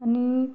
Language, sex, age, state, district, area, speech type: Marathi, female, 45-60, Maharashtra, Hingoli, urban, spontaneous